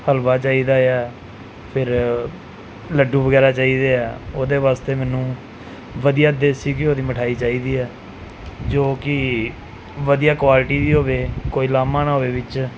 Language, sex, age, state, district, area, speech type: Punjabi, male, 30-45, Punjab, Pathankot, urban, spontaneous